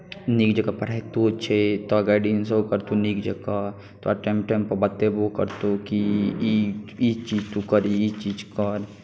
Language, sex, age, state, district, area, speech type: Maithili, male, 18-30, Bihar, Saharsa, rural, spontaneous